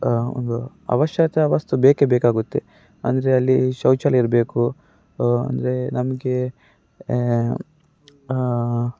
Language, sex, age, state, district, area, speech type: Kannada, male, 30-45, Karnataka, Dakshina Kannada, rural, spontaneous